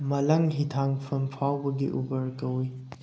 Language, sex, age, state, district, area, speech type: Manipuri, male, 18-30, Manipur, Thoubal, rural, read